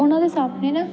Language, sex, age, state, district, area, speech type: Punjabi, female, 18-30, Punjab, Jalandhar, urban, spontaneous